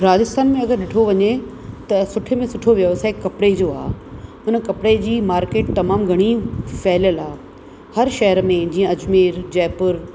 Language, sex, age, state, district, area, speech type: Sindhi, female, 60+, Rajasthan, Ajmer, urban, spontaneous